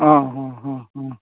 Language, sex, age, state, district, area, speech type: Goan Konkani, male, 45-60, Goa, Canacona, rural, conversation